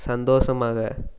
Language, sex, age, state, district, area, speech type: Tamil, male, 18-30, Tamil Nadu, Namakkal, rural, read